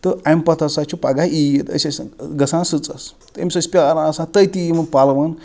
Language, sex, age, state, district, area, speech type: Kashmiri, male, 30-45, Jammu and Kashmir, Srinagar, rural, spontaneous